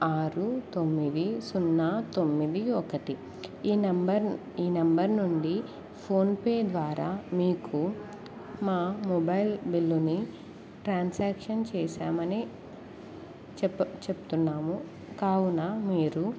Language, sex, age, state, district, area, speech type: Telugu, female, 18-30, Andhra Pradesh, Kurnool, rural, spontaneous